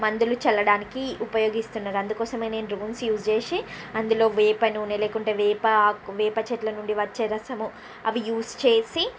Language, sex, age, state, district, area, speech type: Telugu, female, 45-60, Andhra Pradesh, Srikakulam, urban, spontaneous